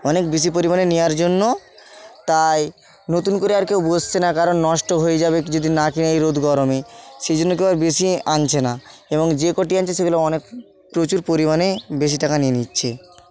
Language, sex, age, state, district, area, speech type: Bengali, male, 18-30, West Bengal, Bankura, rural, spontaneous